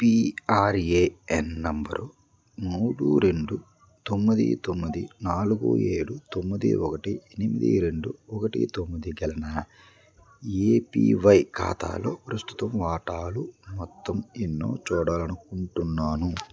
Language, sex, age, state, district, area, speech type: Telugu, male, 30-45, Andhra Pradesh, Krishna, urban, read